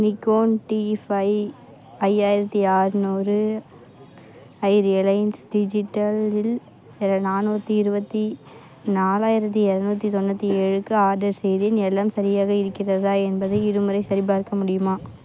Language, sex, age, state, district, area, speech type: Tamil, female, 18-30, Tamil Nadu, Vellore, urban, read